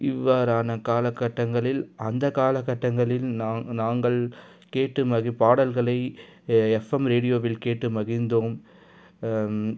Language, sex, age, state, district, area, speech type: Tamil, male, 45-60, Tamil Nadu, Cuddalore, rural, spontaneous